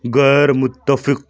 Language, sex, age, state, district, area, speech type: Urdu, male, 18-30, Uttar Pradesh, Lucknow, rural, read